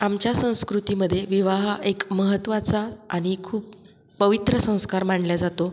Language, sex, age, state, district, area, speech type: Marathi, female, 45-60, Maharashtra, Buldhana, rural, spontaneous